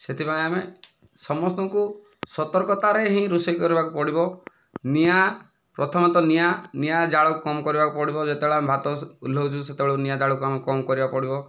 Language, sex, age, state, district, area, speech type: Odia, male, 45-60, Odisha, Kandhamal, rural, spontaneous